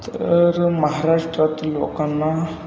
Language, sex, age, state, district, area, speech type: Marathi, male, 18-30, Maharashtra, Satara, rural, spontaneous